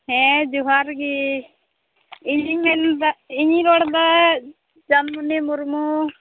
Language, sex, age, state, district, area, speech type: Santali, female, 18-30, Jharkhand, Pakur, rural, conversation